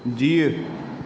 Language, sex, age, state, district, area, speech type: Sindhi, male, 18-30, Madhya Pradesh, Katni, urban, read